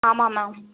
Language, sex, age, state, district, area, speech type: Tamil, female, 18-30, Tamil Nadu, Tiruvarur, rural, conversation